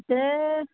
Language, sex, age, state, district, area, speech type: Goan Konkani, female, 45-60, Goa, Murmgao, rural, conversation